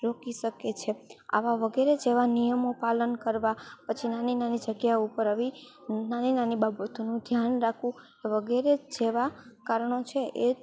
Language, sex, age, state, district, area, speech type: Gujarati, female, 18-30, Gujarat, Rajkot, rural, spontaneous